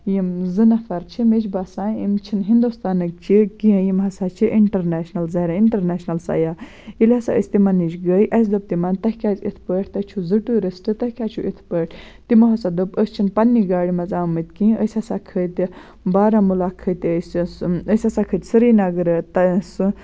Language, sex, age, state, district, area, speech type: Kashmiri, female, 18-30, Jammu and Kashmir, Baramulla, rural, spontaneous